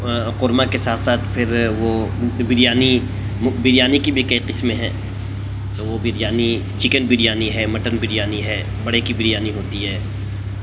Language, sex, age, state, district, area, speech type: Urdu, male, 45-60, Delhi, South Delhi, urban, spontaneous